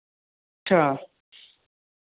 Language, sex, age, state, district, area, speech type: Hindi, male, 30-45, Uttar Pradesh, Varanasi, urban, conversation